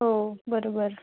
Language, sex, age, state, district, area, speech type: Marathi, female, 18-30, Maharashtra, Thane, urban, conversation